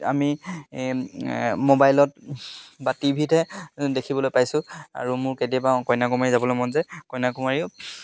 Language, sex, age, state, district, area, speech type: Assamese, male, 30-45, Assam, Charaideo, rural, spontaneous